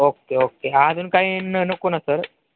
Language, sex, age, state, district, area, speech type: Marathi, male, 18-30, Maharashtra, Satara, urban, conversation